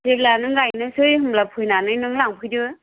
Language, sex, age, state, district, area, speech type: Bodo, female, 45-60, Assam, Chirang, rural, conversation